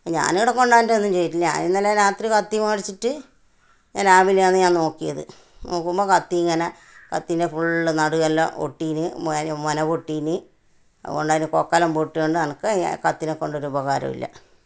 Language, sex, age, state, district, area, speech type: Malayalam, female, 60+, Kerala, Kannur, rural, spontaneous